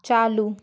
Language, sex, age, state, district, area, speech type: Hindi, female, 45-60, Madhya Pradesh, Bhopal, urban, read